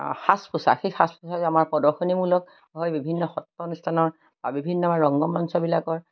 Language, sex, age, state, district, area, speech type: Assamese, female, 60+, Assam, Majuli, urban, spontaneous